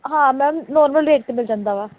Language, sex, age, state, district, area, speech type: Punjabi, female, 18-30, Punjab, Pathankot, rural, conversation